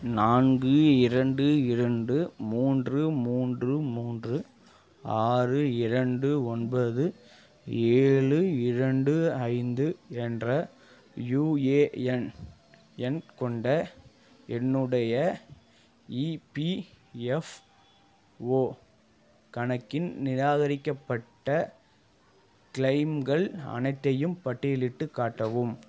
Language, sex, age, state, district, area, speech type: Tamil, male, 30-45, Tamil Nadu, Ariyalur, rural, read